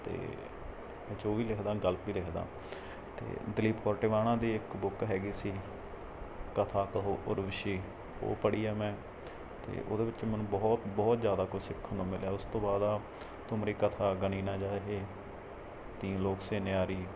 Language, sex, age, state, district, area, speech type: Punjabi, male, 18-30, Punjab, Mansa, rural, spontaneous